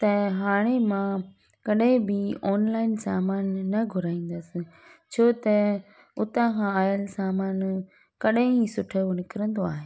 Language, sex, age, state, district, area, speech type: Sindhi, female, 30-45, Gujarat, Junagadh, rural, spontaneous